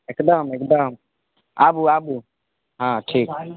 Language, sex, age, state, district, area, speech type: Maithili, male, 18-30, Bihar, Samastipur, urban, conversation